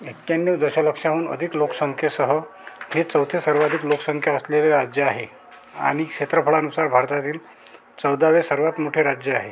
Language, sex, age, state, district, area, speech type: Marathi, male, 30-45, Maharashtra, Amravati, rural, read